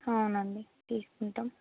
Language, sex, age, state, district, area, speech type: Telugu, female, 18-30, Telangana, Mancherial, rural, conversation